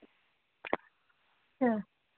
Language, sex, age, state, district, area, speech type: Telugu, female, 30-45, Andhra Pradesh, N T Rama Rao, urban, conversation